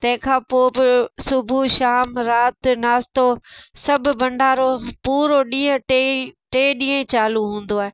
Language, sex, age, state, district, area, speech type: Sindhi, female, 60+, Gujarat, Kutch, urban, spontaneous